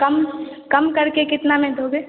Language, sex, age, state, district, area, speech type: Hindi, female, 18-30, Bihar, Vaishali, rural, conversation